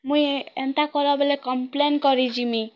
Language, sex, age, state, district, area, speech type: Odia, female, 18-30, Odisha, Kalahandi, rural, spontaneous